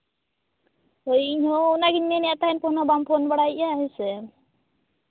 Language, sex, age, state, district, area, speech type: Santali, female, 18-30, Jharkhand, Seraikela Kharsawan, rural, conversation